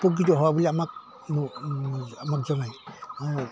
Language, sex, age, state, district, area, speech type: Assamese, male, 60+, Assam, Udalguri, rural, spontaneous